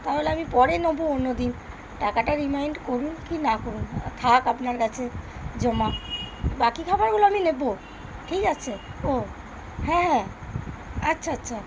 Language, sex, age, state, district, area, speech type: Bengali, female, 30-45, West Bengal, Birbhum, urban, spontaneous